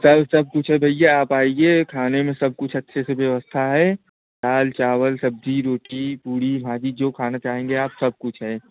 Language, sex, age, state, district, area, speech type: Hindi, male, 18-30, Uttar Pradesh, Jaunpur, urban, conversation